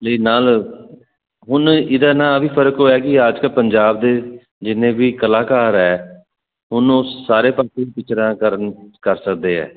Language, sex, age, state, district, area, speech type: Punjabi, male, 30-45, Punjab, Jalandhar, urban, conversation